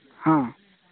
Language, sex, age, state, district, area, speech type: Odia, male, 45-60, Odisha, Nabarangpur, rural, conversation